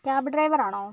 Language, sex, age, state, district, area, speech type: Malayalam, female, 30-45, Kerala, Kozhikode, urban, spontaneous